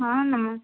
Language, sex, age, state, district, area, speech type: Odia, female, 45-60, Odisha, Gajapati, rural, conversation